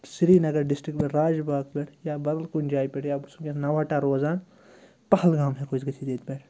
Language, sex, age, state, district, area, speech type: Kashmiri, male, 30-45, Jammu and Kashmir, Srinagar, urban, spontaneous